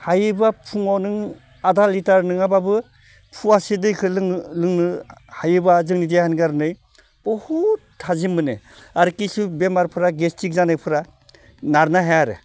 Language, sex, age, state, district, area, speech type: Bodo, male, 45-60, Assam, Baksa, urban, spontaneous